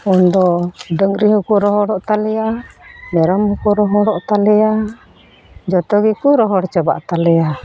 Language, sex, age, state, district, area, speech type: Santali, female, 45-60, West Bengal, Malda, rural, spontaneous